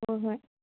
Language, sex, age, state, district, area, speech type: Manipuri, female, 18-30, Manipur, Senapati, urban, conversation